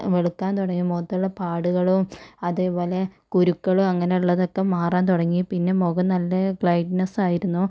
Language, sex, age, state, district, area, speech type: Malayalam, female, 45-60, Kerala, Kozhikode, urban, spontaneous